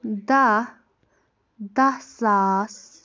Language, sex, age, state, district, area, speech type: Kashmiri, female, 18-30, Jammu and Kashmir, Kupwara, rural, spontaneous